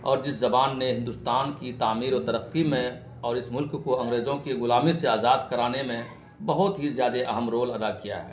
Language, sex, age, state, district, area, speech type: Urdu, male, 45-60, Bihar, Araria, rural, spontaneous